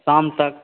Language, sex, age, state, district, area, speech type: Hindi, male, 30-45, Bihar, Begusarai, rural, conversation